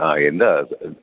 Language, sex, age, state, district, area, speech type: Malayalam, male, 60+, Kerala, Pathanamthitta, rural, conversation